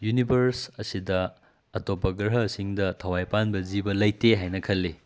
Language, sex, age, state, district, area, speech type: Manipuri, male, 18-30, Manipur, Kakching, rural, spontaneous